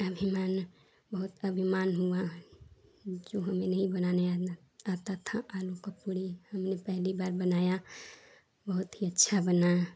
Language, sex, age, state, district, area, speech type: Hindi, female, 18-30, Uttar Pradesh, Chandauli, urban, spontaneous